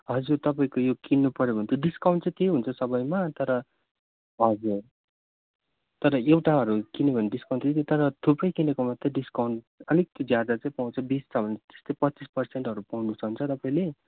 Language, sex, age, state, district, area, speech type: Nepali, male, 18-30, West Bengal, Darjeeling, rural, conversation